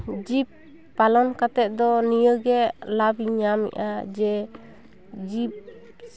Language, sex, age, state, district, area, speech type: Santali, female, 30-45, West Bengal, Purulia, rural, spontaneous